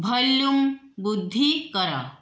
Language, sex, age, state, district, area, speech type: Odia, female, 45-60, Odisha, Puri, urban, read